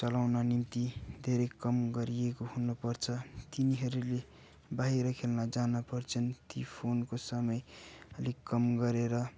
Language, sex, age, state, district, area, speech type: Nepali, male, 18-30, West Bengal, Darjeeling, rural, spontaneous